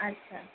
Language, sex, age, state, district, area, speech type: Bengali, female, 30-45, West Bengal, Kolkata, urban, conversation